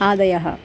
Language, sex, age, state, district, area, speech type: Sanskrit, female, 30-45, Maharashtra, Nagpur, urban, spontaneous